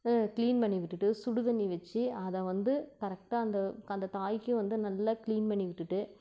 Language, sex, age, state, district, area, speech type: Tamil, female, 45-60, Tamil Nadu, Namakkal, rural, spontaneous